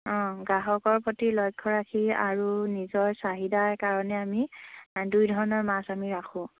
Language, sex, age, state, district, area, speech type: Assamese, female, 18-30, Assam, Sivasagar, rural, conversation